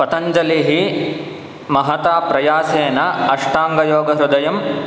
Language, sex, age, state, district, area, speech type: Sanskrit, male, 18-30, Karnataka, Shimoga, rural, spontaneous